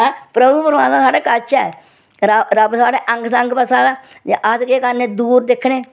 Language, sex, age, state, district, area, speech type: Dogri, female, 60+, Jammu and Kashmir, Reasi, rural, spontaneous